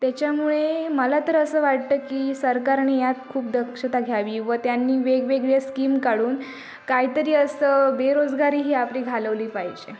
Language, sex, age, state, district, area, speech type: Marathi, female, 18-30, Maharashtra, Sindhudurg, rural, spontaneous